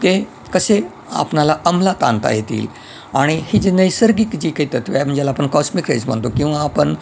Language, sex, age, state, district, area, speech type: Marathi, male, 60+, Maharashtra, Yavatmal, urban, spontaneous